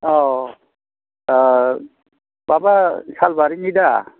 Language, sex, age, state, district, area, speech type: Bodo, male, 45-60, Assam, Chirang, urban, conversation